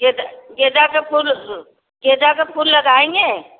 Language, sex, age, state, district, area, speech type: Hindi, female, 60+, Uttar Pradesh, Varanasi, rural, conversation